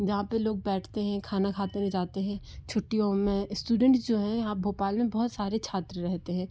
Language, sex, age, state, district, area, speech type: Hindi, female, 30-45, Madhya Pradesh, Bhopal, urban, spontaneous